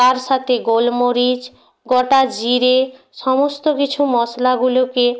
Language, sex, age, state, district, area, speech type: Bengali, female, 18-30, West Bengal, Purba Medinipur, rural, spontaneous